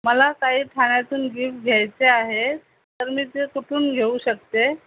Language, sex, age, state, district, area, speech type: Marathi, female, 45-60, Maharashtra, Thane, urban, conversation